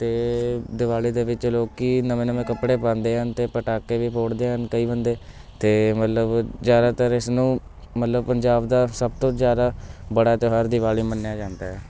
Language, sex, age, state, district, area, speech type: Punjabi, male, 18-30, Punjab, Shaheed Bhagat Singh Nagar, urban, spontaneous